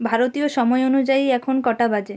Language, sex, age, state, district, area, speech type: Bengali, female, 18-30, West Bengal, Jalpaiguri, rural, read